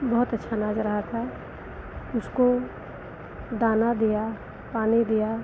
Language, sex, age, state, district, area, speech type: Hindi, female, 60+, Uttar Pradesh, Lucknow, rural, spontaneous